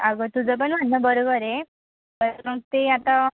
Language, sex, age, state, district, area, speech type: Marathi, female, 18-30, Maharashtra, Nashik, urban, conversation